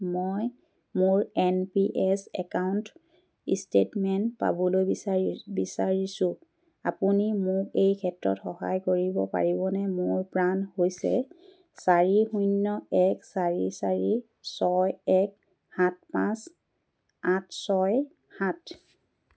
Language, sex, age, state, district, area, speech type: Assamese, female, 30-45, Assam, Charaideo, rural, read